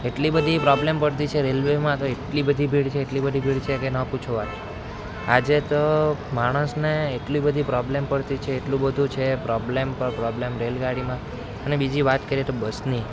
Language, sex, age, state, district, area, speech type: Gujarati, male, 18-30, Gujarat, Valsad, rural, spontaneous